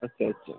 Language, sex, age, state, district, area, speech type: Bengali, female, 45-60, West Bengal, Birbhum, urban, conversation